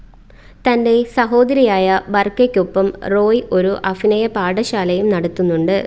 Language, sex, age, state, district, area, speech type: Malayalam, female, 18-30, Kerala, Thiruvananthapuram, rural, read